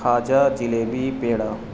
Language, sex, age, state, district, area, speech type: Urdu, male, 45-60, Bihar, Supaul, rural, spontaneous